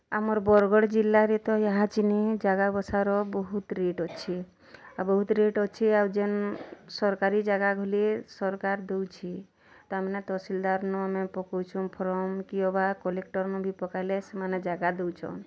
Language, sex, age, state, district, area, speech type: Odia, female, 30-45, Odisha, Bargarh, urban, spontaneous